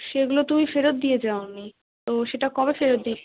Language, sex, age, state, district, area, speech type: Bengali, female, 18-30, West Bengal, Kolkata, urban, conversation